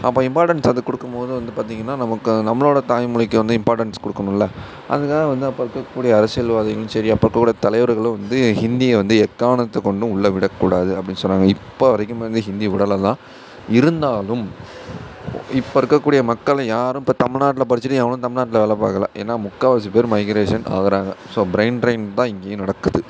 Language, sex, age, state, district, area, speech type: Tamil, male, 18-30, Tamil Nadu, Mayiladuthurai, urban, spontaneous